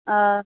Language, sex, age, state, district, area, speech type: Kashmiri, female, 18-30, Jammu and Kashmir, Bandipora, rural, conversation